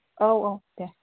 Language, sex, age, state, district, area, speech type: Bodo, female, 18-30, Assam, Kokrajhar, rural, conversation